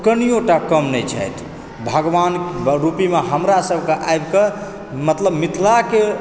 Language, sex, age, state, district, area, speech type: Maithili, male, 30-45, Bihar, Supaul, urban, spontaneous